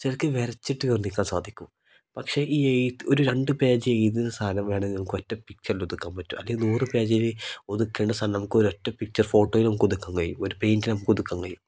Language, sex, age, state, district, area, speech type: Malayalam, male, 18-30, Kerala, Kozhikode, rural, spontaneous